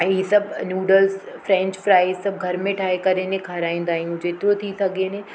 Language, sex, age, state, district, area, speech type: Sindhi, female, 30-45, Maharashtra, Mumbai Suburban, urban, spontaneous